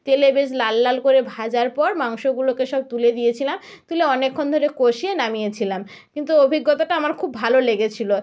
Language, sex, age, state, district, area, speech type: Bengali, female, 30-45, West Bengal, North 24 Parganas, rural, spontaneous